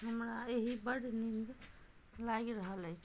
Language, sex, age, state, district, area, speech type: Maithili, female, 60+, Bihar, Madhubani, rural, read